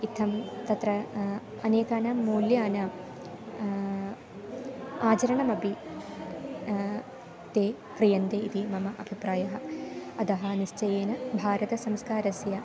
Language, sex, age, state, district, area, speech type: Sanskrit, female, 18-30, Kerala, Palakkad, rural, spontaneous